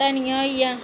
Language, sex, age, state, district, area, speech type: Dogri, female, 30-45, Jammu and Kashmir, Reasi, rural, spontaneous